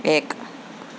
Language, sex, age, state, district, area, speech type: Urdu, female, 60+, Telangana, Hyderabad, urban, read